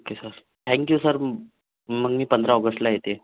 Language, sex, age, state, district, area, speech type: Marathi, other, 45-60, Maharashtra, Nagpur, rural, conversation